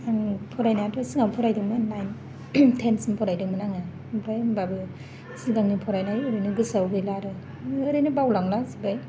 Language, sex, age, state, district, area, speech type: Bodo, female, 30-45, Assam, Kokrajhar, rural, spontaneous